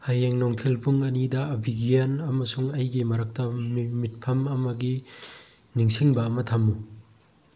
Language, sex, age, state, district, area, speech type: Manipuri, male, 18-30, Manipur, Bishnupur, rural, read